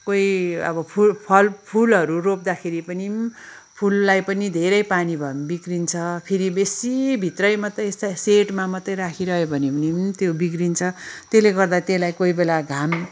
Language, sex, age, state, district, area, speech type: Nepali, female, 45-60, West Bengal, Kalimpong, rural, spontaneous